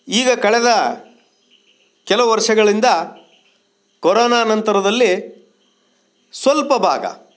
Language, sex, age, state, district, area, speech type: Kannada, male, 45-60, Karnataka, Shimoga, rural, spontaneous